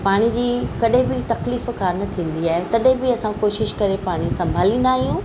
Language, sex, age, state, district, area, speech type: Sindhi, female, 45-60, Maharashtra, Mumbai Suburban, urban, spontaneous